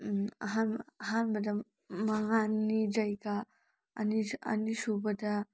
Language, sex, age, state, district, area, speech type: Manipuri, female, 18-30, Manipur, Senapati, rural, spontaneous